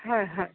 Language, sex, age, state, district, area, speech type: Assamese, female, 45-60, Assam, Sonitpur, urban, conversation